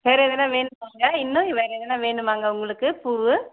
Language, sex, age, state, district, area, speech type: Tamil, female, 60+, Tamil Nadu, Mayiladuthurai, rural, conversation